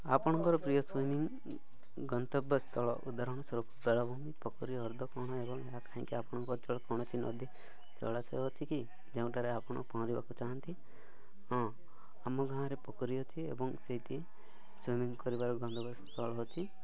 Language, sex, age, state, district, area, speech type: Odia, male, 18-30, Odisha, Nabarangpur, urban, spontaneous